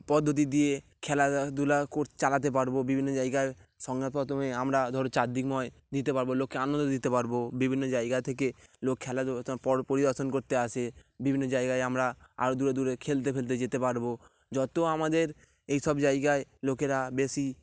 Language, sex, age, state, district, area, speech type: Bengali, male, 18-30, West Bengal, Dakshin Dinajpur, urban, spontaneous